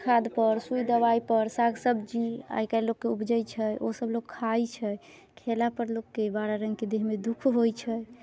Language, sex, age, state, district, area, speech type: Maithili, female, 30-45, Bihar, Muzaffarpur, rural, spontaneous